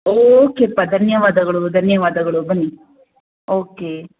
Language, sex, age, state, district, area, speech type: Kannada, female, 30-45, Karnataka, Bangalore Rural, rural, conversation